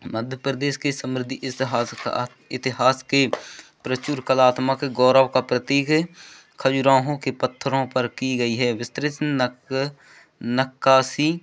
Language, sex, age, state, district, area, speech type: Hindi, male, 18-30, Madhya Pradesh, Seoni, urban, spontaneous